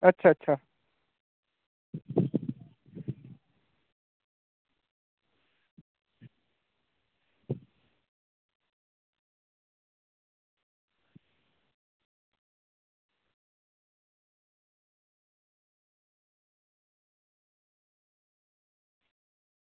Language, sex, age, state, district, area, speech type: Dogri, male, 18-30, Jammu and Kashmir, Udhampur, rural, conversation